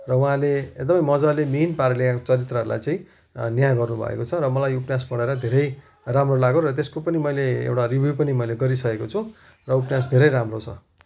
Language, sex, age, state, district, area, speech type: Nepali, male, 45-60, West Bengal, Jalpaiguri, rural, spontaneous